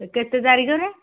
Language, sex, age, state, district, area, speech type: Odia, female, 60+, Odisha, Jharsuguda, rural, conversation